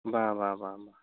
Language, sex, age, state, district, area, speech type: Santali, male, 18-30, West Bengal, Bankura, rural, conversation